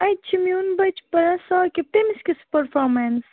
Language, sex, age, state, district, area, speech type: Kashmiri, female, 30-45, Jammu and Kashmir, Baramulla, rural, conversation